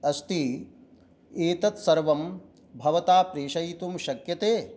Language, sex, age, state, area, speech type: Sanskrit, male, 60+, Jharkhand, rural, spontaneous